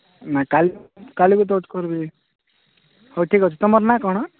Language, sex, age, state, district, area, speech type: Odia, male, 45-60, Odisha, Nabarangpur, rural, conversation